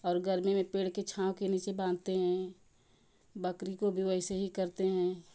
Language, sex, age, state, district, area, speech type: Hindi, female, 30-45, Uttar Pradesh, Ghazipur, rural, spontaneous